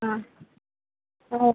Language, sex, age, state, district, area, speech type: Tamil, female, 18-30, Tamil Nadu, Viluppuram, rural, conversation